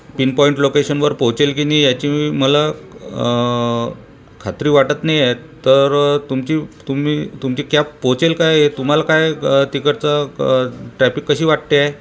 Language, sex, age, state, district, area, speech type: Marathi, male, 30-45, Maharashtra, Buldhana, urban, spontaneous